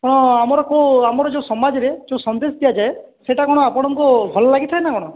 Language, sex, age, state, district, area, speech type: Odia, male, 18-30, Odisha, Balangir, urban, conversation